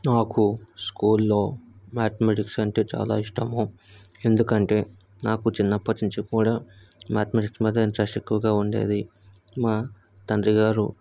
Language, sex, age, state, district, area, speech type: Telugu, male, 18-30, Andhra Pradesh, Vizianagaram, rural, spontaneous